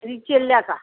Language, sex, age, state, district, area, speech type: Telugu, female, 60+, Andhra Pradesh, Krishna, urban, conversation